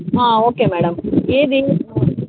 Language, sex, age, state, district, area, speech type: Telugu, female, 60+, Andhra Pradesh, Chittoor, rural, conversation